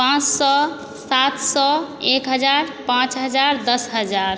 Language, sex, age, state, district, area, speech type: Maithili, female, 18-30, Bihar, Supaul, rural, spontaneous